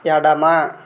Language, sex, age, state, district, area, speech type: Telugu, male, 30-45, Andhra Pradesh, West Godavari, rural, read